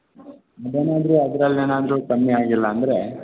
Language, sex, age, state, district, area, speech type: Kannada, male, 18-30, Karnataka, Chikkaballapur, rural, conversation